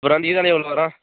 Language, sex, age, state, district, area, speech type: Tamil, female, 18-30, Tamil Nadu, Dharmapuri, urban, conversation